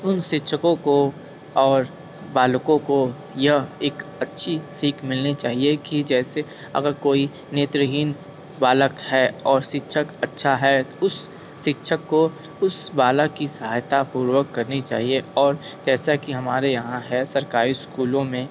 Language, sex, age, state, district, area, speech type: Hindi, male, 45-60, Uttar Pradesh, Sonbhadra, rural, spontaneous